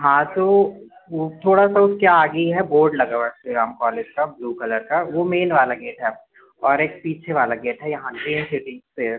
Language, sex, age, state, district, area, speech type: Hindi, male, 18-30, Madhya Pradesh, Jabalpur, urban, conversation